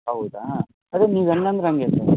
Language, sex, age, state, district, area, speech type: Kannada, male, 30-45, Karnataka, Raichur, rural, conversation